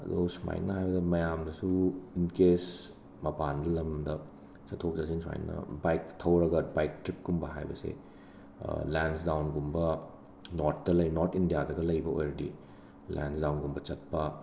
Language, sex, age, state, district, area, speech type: Manipuri, male, 30-45, Manipur, Imphal West, urban, spontaneous